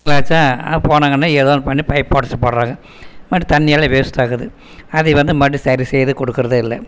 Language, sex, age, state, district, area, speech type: Tamil, male, 60+, Tamil Nadu, Erode, rural, spontaneous